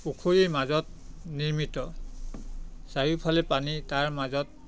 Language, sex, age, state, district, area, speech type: Assamese, male, 45-60, Assam, Biswanath, rural, spontaneous